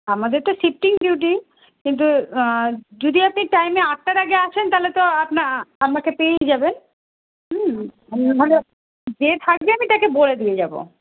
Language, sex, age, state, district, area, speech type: Bengali, female, 45-60, West Bengal, Malda, rural, conversation